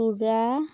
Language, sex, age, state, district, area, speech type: Assamese, female, 30-45, Assam, Biswanath, rural, spontaneous